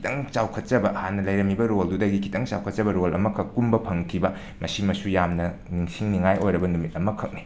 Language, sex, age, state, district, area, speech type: Manipuri, male, 45-60, Manipur, Imphal West, urban, spontaneous